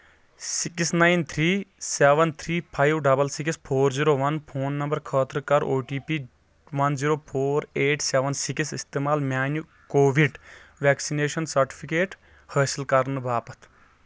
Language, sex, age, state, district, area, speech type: Kashmiri, male, 18-30, Jammu and Kashmir, Kulgam, rural, read